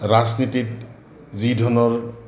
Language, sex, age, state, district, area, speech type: Assamese, male, 60+, Assam, Goalpara, urban, spontaneous